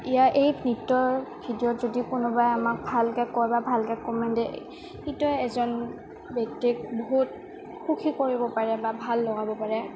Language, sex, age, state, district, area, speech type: Assamese, female, 18-30, Assam, Goalpara, urban, spontaneous